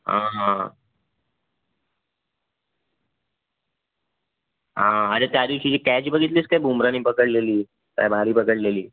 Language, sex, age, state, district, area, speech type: Marathi, male, 18-30, Maharashtra, Raigad, urban, conversation